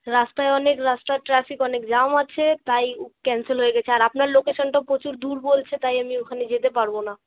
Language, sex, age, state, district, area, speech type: Bengali, female, 18-30, West Bengal, Alipurduar, rural, conversation